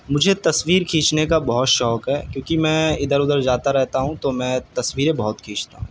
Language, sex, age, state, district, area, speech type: Urdu, male, 18-30, Uttar Pradesh, Shahjahanpur, urban, spontaneous